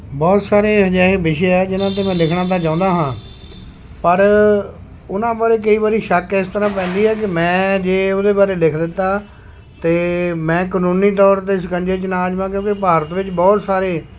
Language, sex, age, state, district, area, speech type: Punjabi, male, 45-60, Punjab, Shaheed Bhagat Singh Nagar, rural, spontaneous